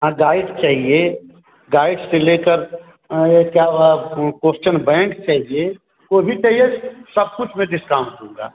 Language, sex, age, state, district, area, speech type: Hindi, male, 45-60, Uttar Pradesh, Azamgarh, rural, conversation